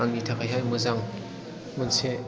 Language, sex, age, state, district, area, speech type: Bodo, male, 30-45, Assam, Chirang, urban, spontaneous